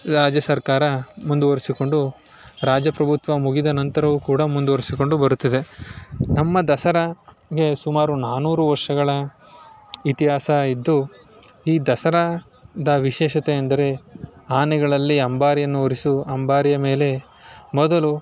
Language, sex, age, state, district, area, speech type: Kannada, male, 18-30, Karnataka, Chamarajanagar, rural, spontaneous